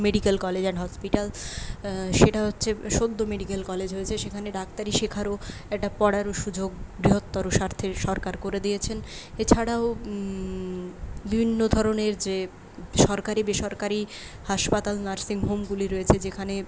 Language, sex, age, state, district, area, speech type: Bengali, female, 18-30, West Bengal, Purulia, urban, spontaneous